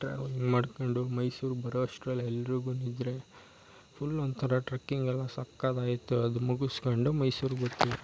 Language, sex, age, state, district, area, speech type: Kannada, male, 18-30, Karnataka, Mysore, rural, spontaneous